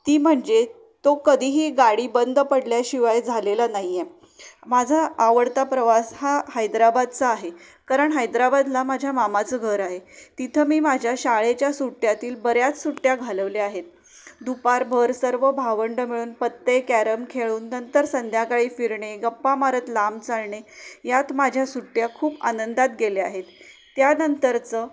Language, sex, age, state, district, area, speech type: Marathi, female, 45-60, Maharashtra, Sangli, rural, spontaneous